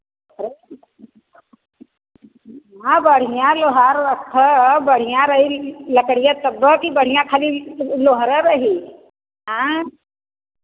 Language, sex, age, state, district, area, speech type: Hindi, female, 60+, Uttar Pradesh, Varanasi, rural, conversation